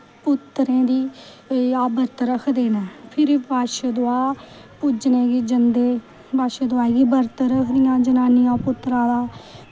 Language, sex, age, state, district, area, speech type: Dogri, female, 30-45, Jammu and Kashmir, Samba, rural, spontaneous